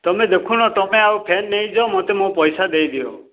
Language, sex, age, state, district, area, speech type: Odia, male, 30-45, Odisha, Kalahandi, rural, conversation